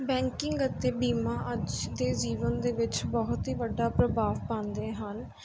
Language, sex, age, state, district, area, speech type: Punjabi, female, 18-30, Punjab, Mansa, urban, spontaneous